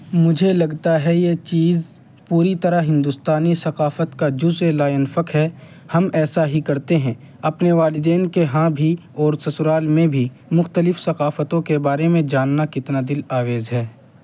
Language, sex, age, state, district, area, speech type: Urdu, male, 30-45, Uttar Pradesh, Muzaffarnagar, urban, read